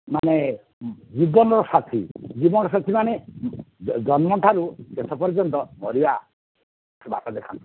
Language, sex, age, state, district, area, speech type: Odia, male, 60+, Odisha, Nayagarh, rural, conversation